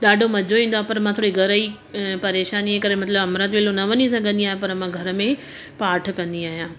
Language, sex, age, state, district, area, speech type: Sindhi, female, 30-45, Gujarat, Surat, urban, spontaneous